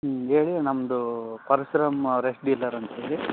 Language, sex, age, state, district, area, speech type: Kannada, male, 45-60, Karnataka, Raichur, rural, conversation